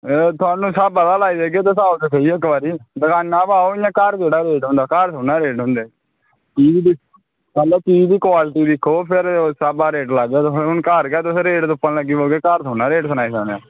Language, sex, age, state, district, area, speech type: Dogri, male, 18-30, Jammu and Kashmir, Kathua, rural, conversation